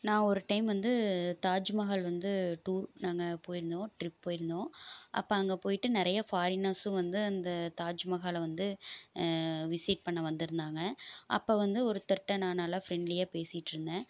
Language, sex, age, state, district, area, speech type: Tamil, female, 30-45, Tamil Nadu, Erode, rural, spontaneous